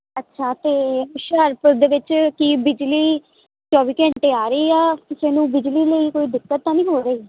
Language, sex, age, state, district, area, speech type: Punjabi, female, 18-30, Punjab, Hoshiarpur, rural, conversation